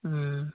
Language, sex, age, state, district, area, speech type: Santali, male, 18-30, West Bengal, Birbhum, rural, conversation